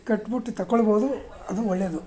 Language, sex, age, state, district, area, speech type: Kannada, male, 60+, Karnataka, Mysore, urban, spontaneous